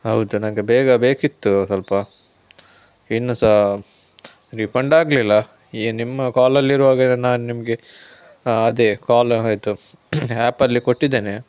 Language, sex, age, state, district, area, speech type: Kannada, male, 18-30, Karnataka, Chitradurga, rural, spontaneous